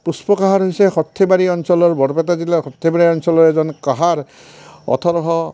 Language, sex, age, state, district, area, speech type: Assamese, male, 60+, Assam, Barpeta, rural, spontaneous